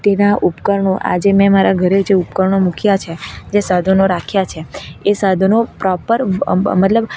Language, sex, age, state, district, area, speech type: Gujarati, female, 18-30, Gujarat, Narmada, urban, spontaneous